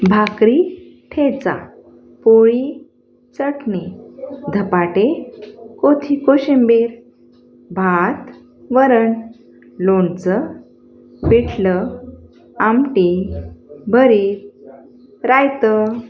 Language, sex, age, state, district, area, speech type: Marathi, female, 45-60, Maharashtra, Osmanabad, rural, spontaneous